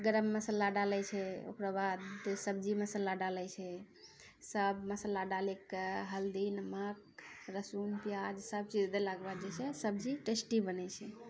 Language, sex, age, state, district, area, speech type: Maithili, female, 60+, Bihar, Purnia, rural, spontaneous